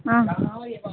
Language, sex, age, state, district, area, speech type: Sanskrit, female, 18-30, Kerala, Palakkad, rural, conversation